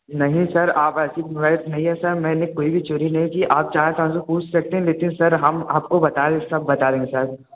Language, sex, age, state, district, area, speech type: Hindi, male, 18-30, Uttar Pradesh, Mirzapur, urban, conversation